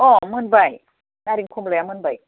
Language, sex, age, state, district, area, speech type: Bodo, female, 45-60, Assam, Baksa, rural, conversation